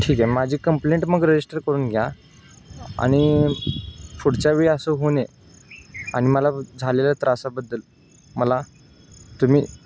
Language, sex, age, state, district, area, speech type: Marathi, male, 18-30, Maharashtra, Sangli, urban, spontaneous